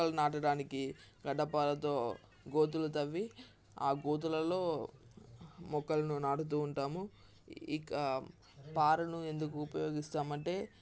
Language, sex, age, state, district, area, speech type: Telugu, male, 18-30, Telangana, Mancherial, rural, spontaneous